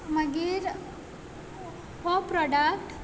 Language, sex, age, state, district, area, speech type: Goan Konkani, female, 18-30, Goa, Quepem, rural, spontaneous